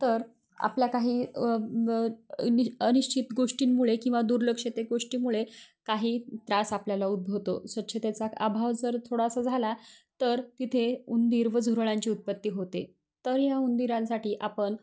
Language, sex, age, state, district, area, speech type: Marathi, female, 30-45, Maharashtra, Osmanabad, rural, spontaneous